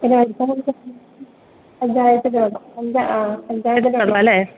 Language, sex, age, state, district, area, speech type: Malayalam, female, 30-45, Kerala, Idukki, rural, conversation